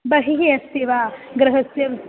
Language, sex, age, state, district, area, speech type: Sanskrit, female, 18-30, Kerala, Malappuram, urban, conversation